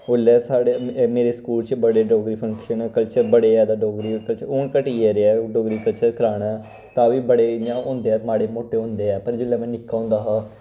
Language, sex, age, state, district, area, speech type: Dogri, male, 18-30, Jammu and Kashmir, Kathua, rural, spontaneous